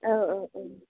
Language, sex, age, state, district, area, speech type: Bodo, female, 30-45, Assam, Chirang, rural, conversation